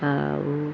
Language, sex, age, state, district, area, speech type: Assamese, female, 60+, Assam, Golaghat, urban, spontaneous